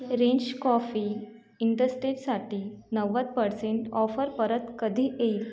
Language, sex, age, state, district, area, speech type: Marathi, female, 18-30, Maharashtra, Washim, rural, read